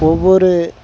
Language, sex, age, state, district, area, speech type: Tamil, male, 45-60, Tamil Nadu, Dharmapuri, rural, spontaneous